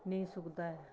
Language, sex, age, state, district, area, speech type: Dogri, female, 45-60, Jammu and Kashmir, Kathua, rural, spontaneous